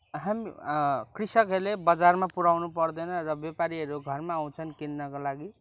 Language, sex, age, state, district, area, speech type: Nepali, male, 18-30, West Bengal, Kalimpong, rural, spontaneous